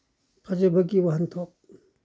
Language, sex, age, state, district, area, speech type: Manipuri, male, 60+, Manipur, Churachandpur, rural, read